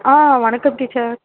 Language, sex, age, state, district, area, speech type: Tamil, female, 18-30, Tamil Nadu, Kanchipuram, urban, conversation